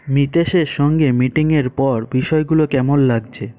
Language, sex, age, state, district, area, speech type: Bengali, male, 18-30, West Bengal, Kolkata, urban, read